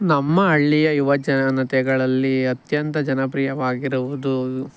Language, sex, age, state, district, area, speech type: Kannada, male, 18-30, Karnataka, Chikkaballapur, rural, spontaneous